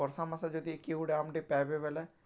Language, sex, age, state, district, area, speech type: Odia, male, 18-30, Odisha, Balangir, urban, spontaneous